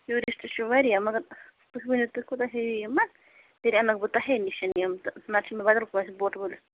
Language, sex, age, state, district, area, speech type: Kashmiri, female, 18-30, Jammu and Kashmir, Bandipora, rural, conversation